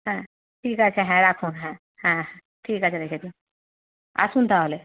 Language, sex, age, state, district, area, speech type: Bengali, female, 45-60, West Bengal, Bankura, urban, conversation